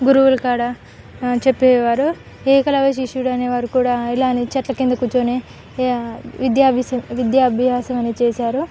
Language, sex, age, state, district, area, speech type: Telugu, female, 18-30, Telangana, Khammam, urban, spontaneous